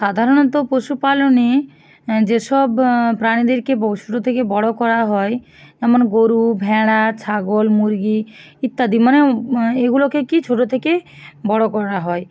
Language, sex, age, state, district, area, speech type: Bengali, female, 45-60, West Bengal, Bankura, urban, spontaneous